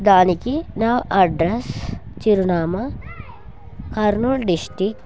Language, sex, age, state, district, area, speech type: Telugu, female, 30-45, Andhra Pradesh, Kurnool, rural, spontaneous